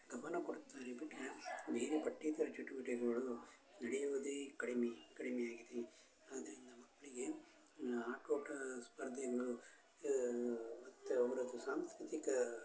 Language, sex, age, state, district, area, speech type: Kannada, male, 60+, Karnataka, Shimoga, rural, spontaneous